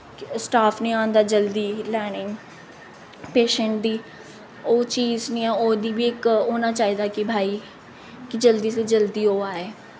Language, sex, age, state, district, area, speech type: Dogri, female, 18-30, Jammu and Kashmir, Jammu, urban, spontaneous